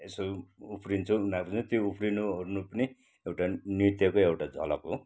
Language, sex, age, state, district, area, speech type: Nepali, male, 60+, West Bengal, Kalimpong, rural, spontaneous